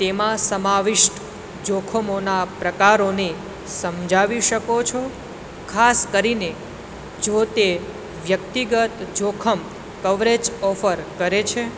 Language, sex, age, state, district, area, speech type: Gujarati, male, 18-30, Gujarat, Anand, urban, read